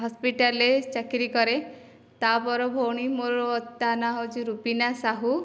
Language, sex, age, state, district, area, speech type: Odia, female, 18-30, Odisha, Dhenkanal, rural, spontaneous